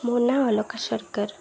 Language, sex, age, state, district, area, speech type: Odia, female, 18-30, Odisha, Malkangiri, urban, spontaneous